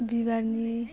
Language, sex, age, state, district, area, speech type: Bodo, female, 18-30, Assam, Baksa, rural, spontaneous